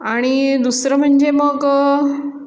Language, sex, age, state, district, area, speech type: Marathi, female, 60+, Maharashtra, Pune, urban, spontaneous